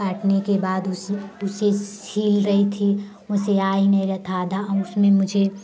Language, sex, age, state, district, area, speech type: Hindi, female, 18-30, Uttar Pradesh, Prayagraj, rural, spontaneous